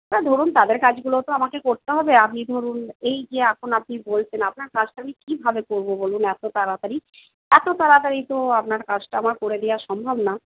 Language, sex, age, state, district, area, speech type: Bengali, female, 45-60, West Bengal, Purba Bardhaman, urban, conversation